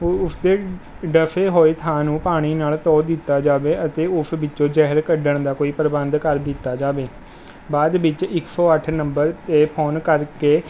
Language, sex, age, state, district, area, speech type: Punjabi, male, 18-30, Punjab, Rupnagar, rural, spontaneous